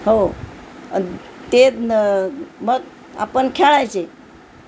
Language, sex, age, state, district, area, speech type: Marathi, female, 60+, Maharashtra, Nanded, urban, spontaneous